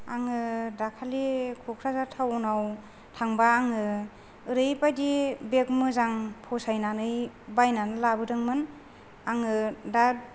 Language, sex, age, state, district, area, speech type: Bodo, female, 45-60, Assam, Kokrajhar, rural, spontaneous